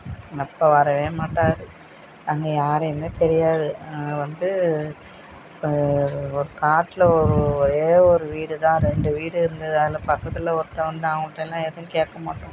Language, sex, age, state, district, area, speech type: Tamil, female, 45-60, Tamil Nadu, Thanjavur, rural, spontaneous